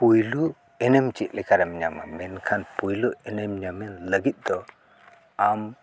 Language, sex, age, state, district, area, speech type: Santali, male, 60+, Odisha, Mayurbhanj, rural, spontaneous